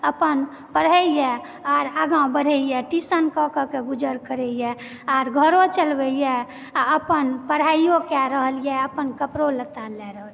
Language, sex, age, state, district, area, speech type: Maithili, female, 30-45, Bihar, Supaul, rural, spontaneous